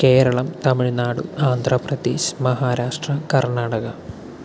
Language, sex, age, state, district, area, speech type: Malayalam, male, 18-30, Kerala, Palakkad, rural, spontaneous